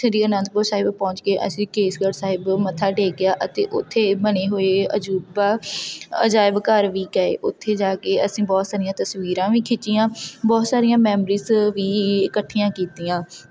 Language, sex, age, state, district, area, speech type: Punjabi, female, 18-30, Punjab, Tarn Taran, rural, spontaneous